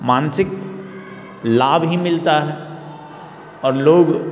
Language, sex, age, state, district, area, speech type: Hindi, male, 18-30, Bihar, Darbhanga, rural, spontaneous